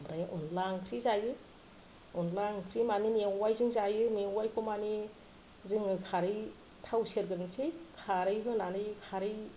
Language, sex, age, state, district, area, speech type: Bodo, female, 45-60, Assam, Kokrajhar, rural, spontaneous